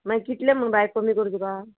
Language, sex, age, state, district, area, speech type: Goan Konkani, female, 45-60, Goa, Murmgao, urban, conversation